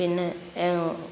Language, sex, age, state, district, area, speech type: Malayalam, female, 45-60, Kerala, Alappuzha, rural, spontaneous